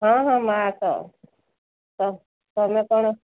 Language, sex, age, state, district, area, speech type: Odia, female, 60+, Odisha, Angul, rural, conversation